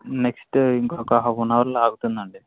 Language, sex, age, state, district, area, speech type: Telugu, male, 18-30, Andhra Pradesh, Anantapur, urban, conversation